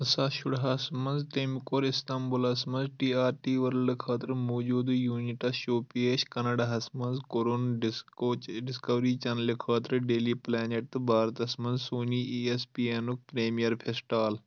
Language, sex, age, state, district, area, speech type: Kashmiri, male, 18-30, Jammu and Kashmir, Kulgam, urban, read